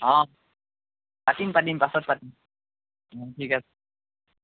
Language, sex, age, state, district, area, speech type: Assamese, male, 18-30, Assam, Dhemaji, rural, conversation